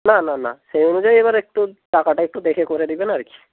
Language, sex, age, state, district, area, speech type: Bengali, male, 18-30, West Bengal, Bankura, urban, conversation